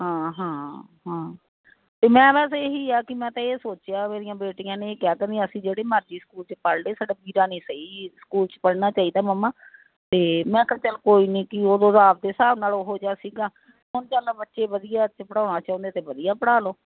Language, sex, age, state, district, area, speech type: Punjabi, female, 45-60, Punjab, Faridkot, urban, conversation